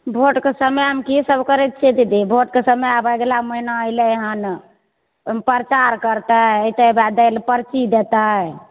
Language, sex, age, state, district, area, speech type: Maithili, female, 30-45, Bihar, Begusarai, rural, conversation